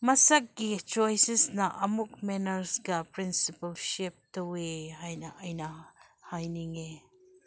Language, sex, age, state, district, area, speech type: Manipuri, female, 30-45, Manipur, Senapati, urban, spontaneous